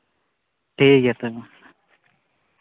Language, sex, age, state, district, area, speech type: Santali, male, 30-45, Jharkhand, Seraikela Kharsawan, rural, conversation